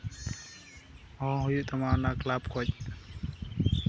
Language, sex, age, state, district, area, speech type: Santali, male, 18-30, West Bengal, Malda, rural, spontaneous